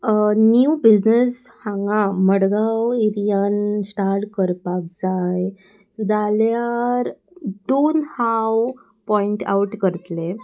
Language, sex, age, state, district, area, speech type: Goan Konkani, female, 18-30, Goa, Salcete, urban, spontaneous